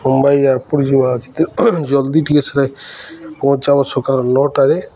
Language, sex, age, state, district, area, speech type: Odia, male, 30-45, Odisha, Balangir, urban, spontaneous